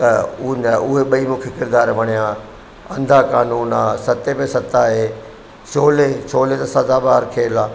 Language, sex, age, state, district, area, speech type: Sindhi, male, 60+, Madhya Pradesh, Katni, rural, spontaneous